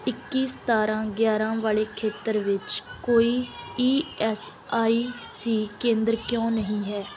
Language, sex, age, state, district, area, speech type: Punjabi, female, 18-30, Punjab, Bathinda, rural, read